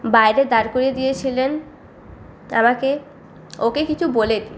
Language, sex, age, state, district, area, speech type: Bengali, female, 18-30, West Bengal, Purulia, urban, spontaneous